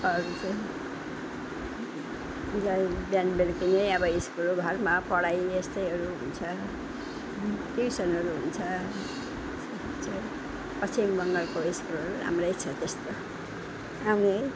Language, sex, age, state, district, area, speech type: Nepali, female, 60+, West Bengal, Alipurduar, urban, spontaneous